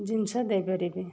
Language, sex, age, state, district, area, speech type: Odia, female, 30-45, Odisha, Kendujhar, urban, spontaneous